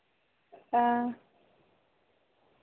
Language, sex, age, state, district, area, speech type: Dogri, female, 18-30, Jammu and Kashmir, Reasi, rural, conversation